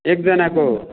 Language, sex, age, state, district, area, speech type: Nepali, male, 45-60, West Bengal, Darjeeling, rural, conversation